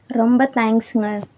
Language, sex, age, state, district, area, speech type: Tamil, female, 18-30, Tamil Nadu, Madurai, rural, read